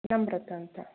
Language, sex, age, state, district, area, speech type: Kannada, female, 30-45, Karnataka, Shimoga, rural, conversation